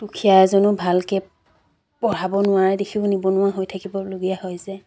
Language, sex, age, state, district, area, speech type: Assamese, female, 30-45, Assam, Dibrugarh, rural, spontaneous